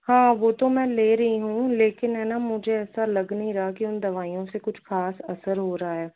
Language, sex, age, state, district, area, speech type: Hindi, female, 45-60, Rajasthan, Jaipur, urban, conversation